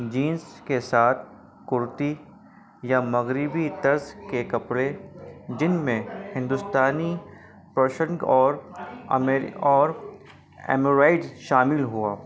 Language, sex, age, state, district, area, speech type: Urdu, male, 30-45, Delhi, North East Delhi, urban, spontaneous